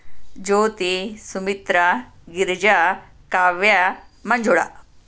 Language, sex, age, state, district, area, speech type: Kannada, female, 45-60, Karnataka, Chikkaballapur, rural, spontaneous